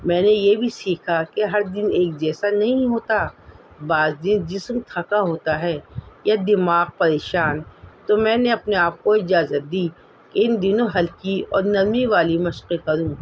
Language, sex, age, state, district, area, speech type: Urdu, female, 60+, Delhi, North East Delhi, urban, spontaneous